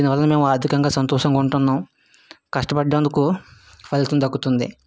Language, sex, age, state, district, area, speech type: Telugu, male, 45-60, Andhra Pradesh, Vizianagaram, rural, spontaneous